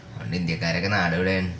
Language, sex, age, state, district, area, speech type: Malayalam, male, 18-30, Kerala, Palakkad, rural, spontaneous